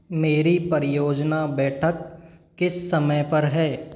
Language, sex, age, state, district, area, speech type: Hindi, male, 45-60, Rajasthan, Karauli, rural, read